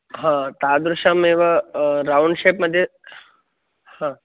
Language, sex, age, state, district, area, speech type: Sanskrit, male, 18-30, Maharashtra, Nagpur, urban, conversation